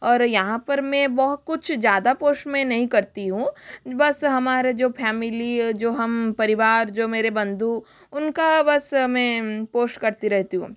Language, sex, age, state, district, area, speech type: Hindi, female, 60+, Rajasthan, Jodhpur, rural, spontaneous